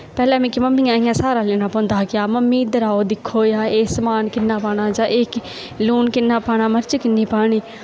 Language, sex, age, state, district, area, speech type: Dogri, female, 18-30, Jammu and Kashmir, Kathua, rural, spontaneous